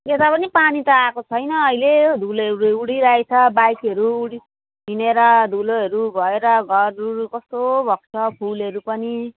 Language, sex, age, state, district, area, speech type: Nepali, female, 30-45, West Bengal, Jalpaiguri, urban, conversation